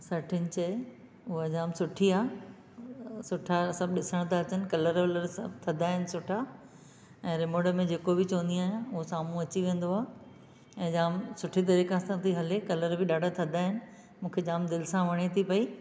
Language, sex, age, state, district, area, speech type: Sindhi, other, 60+, Maharashtra, Thane, urban, spontaneous